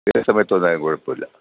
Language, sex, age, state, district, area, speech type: Malayalam, male, 60+, Kerala, Pathanamthitta, rural, conversation